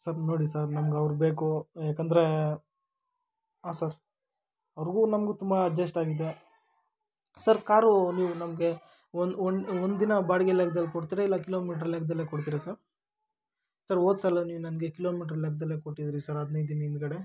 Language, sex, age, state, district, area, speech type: Kannada, male, 45-60, Karnataka, Kolar, rural, spontaneous